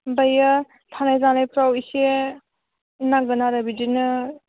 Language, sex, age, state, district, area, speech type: Bodo, female, 18-30, Assam, Chirang, urban, conversation